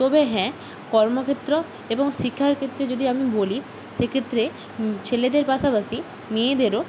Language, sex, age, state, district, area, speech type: Bengali, female, 18-30, West Bengal, Purba Medinipur, rural, spontaneous